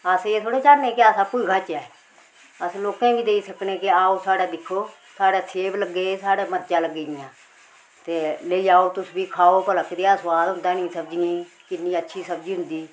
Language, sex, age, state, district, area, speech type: Dogri, female, 45-60, Jammu and Kashmir, Udhampur, rural, spontaneous